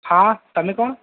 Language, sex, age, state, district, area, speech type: Gujarati, male, 18-30, Gujarat, Ahmedabad, urban, conversation